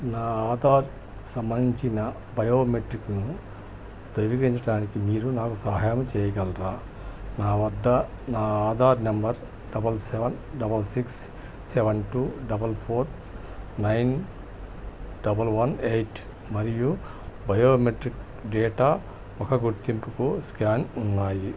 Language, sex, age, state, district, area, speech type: Telugu, male, 60+, Andhra Pradesh, Krishna, urban, read